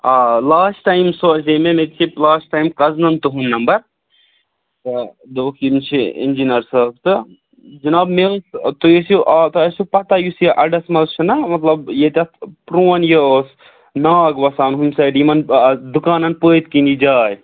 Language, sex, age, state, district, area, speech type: Kashmiri, male, 18-30, Jammu and Kashmir, Budgam, rural, conversation